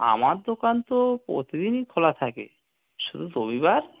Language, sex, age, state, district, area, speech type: Bengali, male, 45-60, West Bengal, North 24 Parganas, urban, conversation